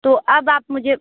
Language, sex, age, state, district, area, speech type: Hindi, female, 30-45, Uttar Pradesh, Sonbhadra, rural, conversation